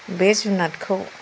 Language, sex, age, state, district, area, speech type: Bodo, male, 60+, Assam, Kokrajhar, urban, spontaneous